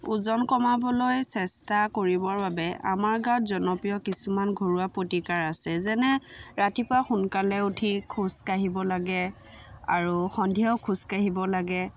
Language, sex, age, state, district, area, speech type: Assamese, female, 30-45, Assam, Biswanath, rural, spontaneous